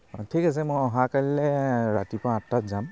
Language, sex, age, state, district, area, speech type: Assamese, male, 30-45, Assam, Charaideo, urban, spontaneous